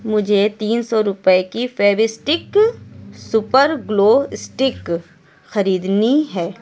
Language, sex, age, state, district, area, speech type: Urdu, female, 45-60, Uttar Pradesh, Lucknow, rural, read